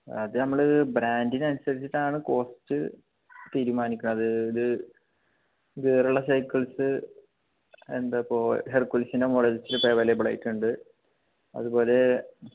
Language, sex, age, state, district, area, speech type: Malayalam, male, 18-30, Kerala, Palakkad, rural, conversation